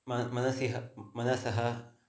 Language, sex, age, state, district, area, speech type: Sanskrit, male, 30-45, Karnataka, Uttara Kannada, rural, spontaneous